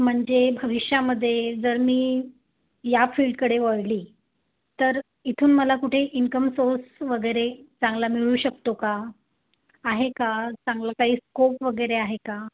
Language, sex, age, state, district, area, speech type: Marathi, female, 30-45, Maharashtra, Yavatmal, rural, conversation